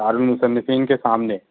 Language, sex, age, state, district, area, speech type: Urdu, male, 30-45, Uttar Pradesh, Azamgarh, rural, conversation